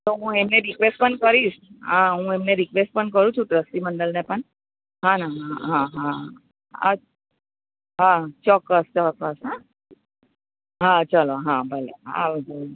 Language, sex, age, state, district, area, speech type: Gujarati, female, 60+, Gujarat, Surat, urban, conversation